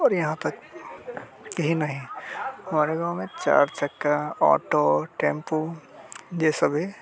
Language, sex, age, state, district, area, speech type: Hindi, male, 18-30, Bihar, Muzaffarpur, rural, spontaneous